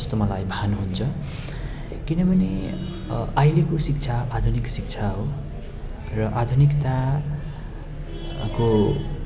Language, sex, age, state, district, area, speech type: Nepali, male, 30-45, West Bengal, Darjeeling, rural, spontaneous